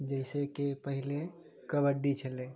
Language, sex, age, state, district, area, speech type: Maithili, male, 18-30, Bihar, Samastipur, urban, spontaneous